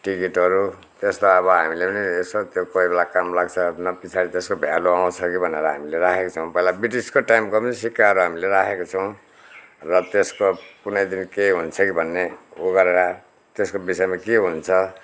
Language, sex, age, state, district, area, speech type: Nepali, male, 60+, West Bengal, Darjeeling, rural, spontaneous